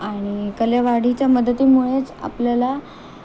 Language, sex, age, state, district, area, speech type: Marathi, female, 18-30, Maharashtra, Nanded, rural, spontaneous